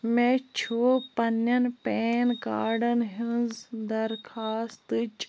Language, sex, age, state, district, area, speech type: Kashmiri, female, 18-30, Jammu and Kashmir, Bandipora, rural, read